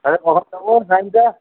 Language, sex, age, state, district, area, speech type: Bengali, male, 45-60, West Bengal, Uttar Dinajpur, urban, conversation